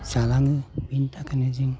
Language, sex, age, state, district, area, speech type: Bodo, male, 45-60, Assam, Baksa, rural, spontaneous